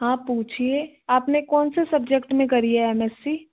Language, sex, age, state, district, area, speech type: Hindi, female, 18-30, Rajasthan, Jaipur, urban, conversation